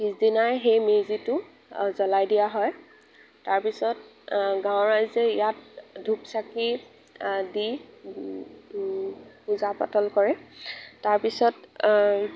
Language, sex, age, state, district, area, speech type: Assamese, female, 30-45, Assam, Lakhimpur, rural, spontaneous